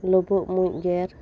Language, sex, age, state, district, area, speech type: Santali, female, 30-45, West Bengal, Bankura, rural, spontaneous